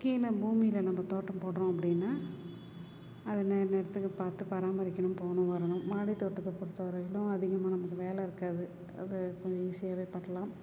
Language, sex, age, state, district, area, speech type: Tamil, female, 45-60, Tamil Nadu, Perambalur, urban, spontaneous